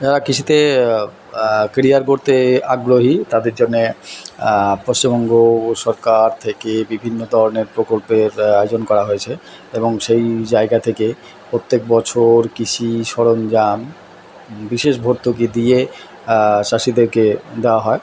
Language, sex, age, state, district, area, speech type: Bengali, male, 45-60, West Bengal, Purba Bardhaman, urban, spontaneous